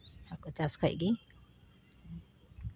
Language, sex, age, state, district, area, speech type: Santali, female, 45-60, West Bengal, Uttar Dinajpur, rural, spontaneous